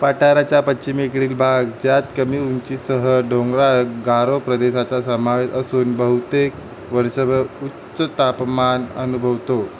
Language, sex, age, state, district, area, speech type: Marathi, male, 18-30, Maharashtra, Mumbai City, urban, read